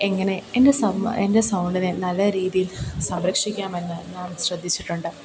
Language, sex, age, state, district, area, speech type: Malayalam, female, 18-30, Kerala, Pathanamthitta, rural, spontaneous